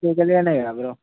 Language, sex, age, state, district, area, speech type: Telugu, male, 30-45, Telangana, Mancherial, rural, conversation